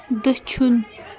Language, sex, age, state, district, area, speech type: Kashmiri, female, 30-45, Jammu and Kashmir, Budgam, rural, read